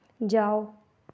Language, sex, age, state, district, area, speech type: Hindi, female, 18-30, Madhya Pradesh, Chhindwara, urban, read